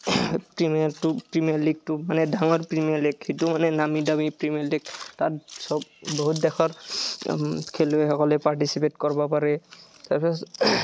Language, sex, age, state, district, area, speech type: Assamese, male, 18-30, Assam, Barpeta, rural, spontaneous